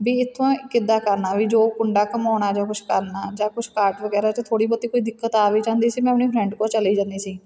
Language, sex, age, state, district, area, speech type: Punjabi, female, 30-45, Punjab, Fatehgarh Sahib, rural, spontaneous